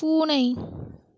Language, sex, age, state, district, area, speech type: Tamil, female, 18-30, Tamil Nadu, Krishnagiri, rural, read